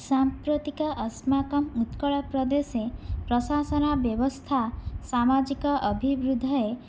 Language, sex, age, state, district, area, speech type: Sanskrit, female, 18-30, Odisha, Bhadrak, rural, spontaneous